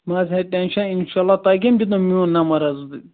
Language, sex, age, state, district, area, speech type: Kashmiri, male, 18-30, Jammu and Kashmir, Ganderbal, rural, conversation